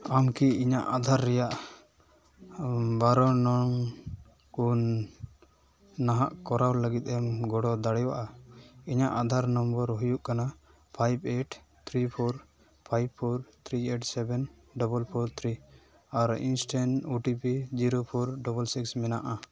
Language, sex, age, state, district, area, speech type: Santali, male, 18-30, West Bengal, Dakshin Dinajpur, rural, read